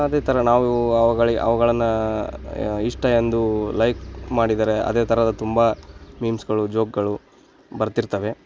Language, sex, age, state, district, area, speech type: Kannada, male, 18-30, Karnataka, Bagalkot, rural, spontaneous